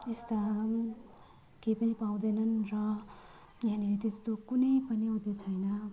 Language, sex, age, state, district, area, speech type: Nepali, female, 30-45, West Bengal, Jalpaiguri, rural, spontaneous